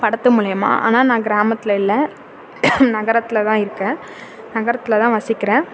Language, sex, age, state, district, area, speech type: Tamil, female, 30-45, Tamil Nadu, Thanjavur, urban, spontaneous